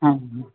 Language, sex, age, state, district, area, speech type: Marathi, female, 30-45, Maharashtra, Nagpur, rural, conversation